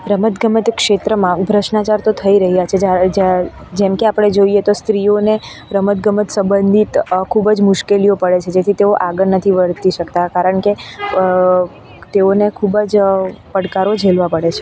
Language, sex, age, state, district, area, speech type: Gujarati, female, 18-30, Gujarat, Narmada, urban, spontaneous